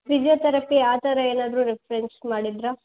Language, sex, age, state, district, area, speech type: Kannada, female, 18-30, Karnataka, Chitradurga, urban, conversation